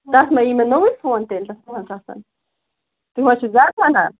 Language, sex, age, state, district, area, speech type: Kashmiri, female, 18-30, Jammu and Kashmir, Ganderbal, rural, conversation